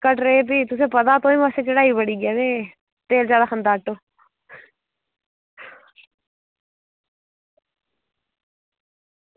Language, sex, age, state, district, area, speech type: Dogri, female, 18-30, Jammu and Kashmir, Udhampur, rural, conversation